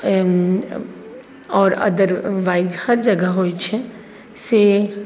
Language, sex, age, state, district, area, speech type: Maithili, female, 30-45, Bihar, Madhubani, urban, spontaneous